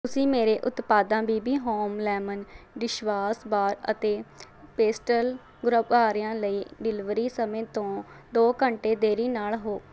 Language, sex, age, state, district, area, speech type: Punjabi, female, 18-30, Punjab, Mohali, urban, read